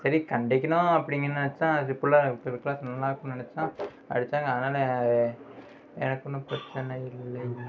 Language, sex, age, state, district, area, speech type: Tamil, male, 30-45, Tamil Nadu, Ariyalur, rural, spontaneous